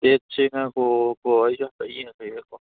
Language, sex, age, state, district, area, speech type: Manipuri, male, 18-30, Manipur, Kangpokpi, urban, conversation